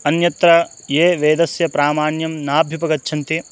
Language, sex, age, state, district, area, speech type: Sanskrit, male, 18-30, Bihar, Madhubani, rural, spontaneous